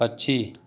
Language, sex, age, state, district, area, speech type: Hindi, male, 30-45, Uttar Pradesh, Chandauli, urban, read